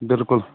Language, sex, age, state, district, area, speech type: Kashmiri, female, 18-30, Jammu and Kashmir, Kulgam, rural, conversation